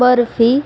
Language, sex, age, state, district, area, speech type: Marathi, female, 18-30, Maharashtra, Osmanabad, rural, spontaneous